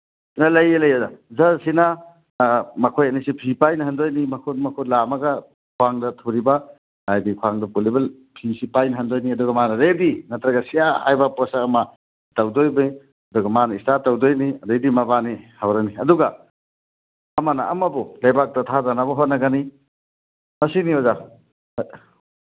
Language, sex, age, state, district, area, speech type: Manipuri, male, 60+, Manipur, Churachandpur, urban, conversation